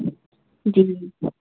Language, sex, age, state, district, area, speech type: Urdu, female, 18-30, Delhi, North East Delhi, urban, conversation